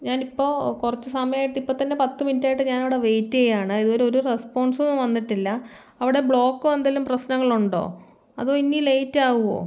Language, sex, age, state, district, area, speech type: Malayalam, female, 18-30, Kerala, Kottayam, rural, spontaneous